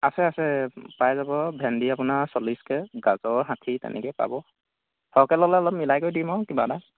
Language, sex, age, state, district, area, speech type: Assamese, male, 18-30, Assam, Golaghat, rural, conversation